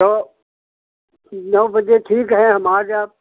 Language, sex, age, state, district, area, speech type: Hindi, male, 60+, Uttar Pradesh, Hardoi, rural, conversation